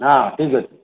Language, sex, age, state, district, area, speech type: Odia, male, 60+, Odisha, Khordha, rural, conversation